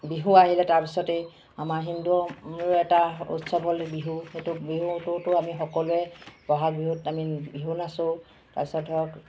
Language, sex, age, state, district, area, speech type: Assamese, female, 45-60, Assam, Charaideo, urban, spontaneous